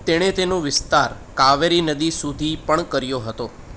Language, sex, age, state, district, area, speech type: Gujarati, male, 30-45, Gujarat, Kheda, urban, read